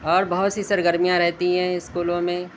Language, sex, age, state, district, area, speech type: Urdu, male, 30-45, Uttar Pradesh, Shahjahanpur, urban, spontaneous